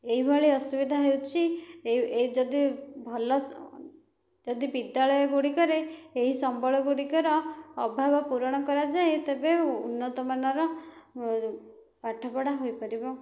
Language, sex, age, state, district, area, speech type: Odia, female, 18-30, Odisha, Dhenkanal, rural, spontaneous